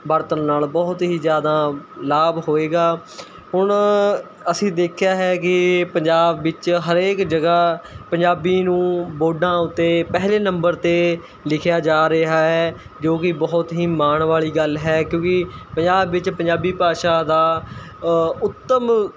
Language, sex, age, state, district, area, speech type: Punjabi, male, 18-30, Punjab, Mohali, rural, spontaneous